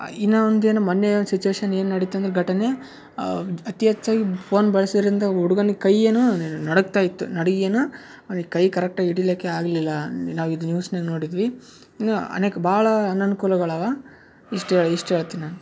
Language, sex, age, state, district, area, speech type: Kannada, male, 18-30, Karnataka, Yadgir, urban, spontaneous